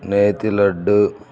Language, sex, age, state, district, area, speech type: Telugu, male, 30-45, Andhra Pradesh, Bapatla, rural, spontaneous